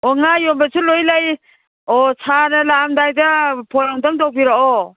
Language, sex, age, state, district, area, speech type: Manipuri, female, 60+, Manipur, Imphal East, rural, conversation